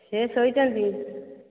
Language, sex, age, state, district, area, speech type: Odia, female, 30-45, Odisha, Dhenkanal, rural, conversation